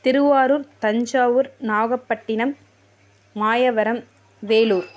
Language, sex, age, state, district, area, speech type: Tamil, female, 30-45, Tamil Nadu, Mayiladuthurai, rural, spontaneous